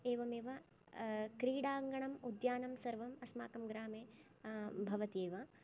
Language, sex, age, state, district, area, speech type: Sanskrit, female, 18-30, Karnataka, Chikkamagaluru, rural, spontaneous